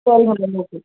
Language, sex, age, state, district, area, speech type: Tamil, female, 30-45, Tamil Nadu, Chennai, urban, conversation